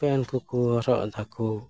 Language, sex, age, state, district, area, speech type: Santali, male, 60+, West Bengal, Paschim Bardhaman, rural, spontaneous